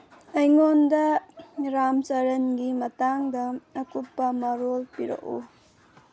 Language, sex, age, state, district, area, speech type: Manipuri, female, 18-30, Manipur, Senapati, urban, read